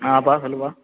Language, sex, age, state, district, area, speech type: Tamil, male, 18-30, Tamil Nadu, Ariyalur, rural, conversation